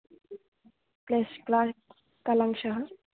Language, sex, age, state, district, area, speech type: Sanskrit, female, 18-30, Assam, Nalbari, rural, conversation